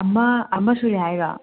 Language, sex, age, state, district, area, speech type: Manipuri, female, 30-45, Manipur, Kangpokpi, urban, conversation